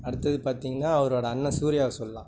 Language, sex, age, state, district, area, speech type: Tamil, male, 18-30, Tamil Nadu, Nagapattinam, rural, spontaneous